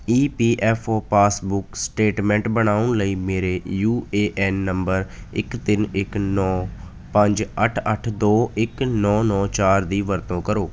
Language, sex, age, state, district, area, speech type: Punjabi, male, 18-30, Punjab, Ludhiana, rural, read